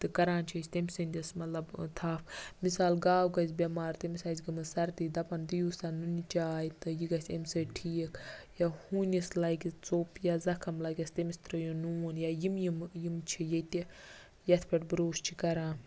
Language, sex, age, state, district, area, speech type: Kashmiri, female, 18-30, Jammu and Kashmir, Baramulla, rural, spontaneous